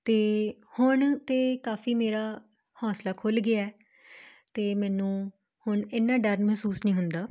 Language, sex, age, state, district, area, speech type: Punjabi, female, 18-30, Punjab, Jalandhar, urban, spontaneous